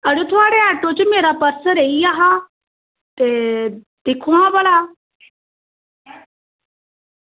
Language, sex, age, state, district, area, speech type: Dogri, female, 30-45, Jammu and Kashmir, Samba, rural, conversation